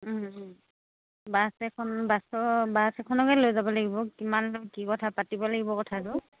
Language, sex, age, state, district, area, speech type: Assamese, female, 30-45, Assam, Dhemaji, rural, conversation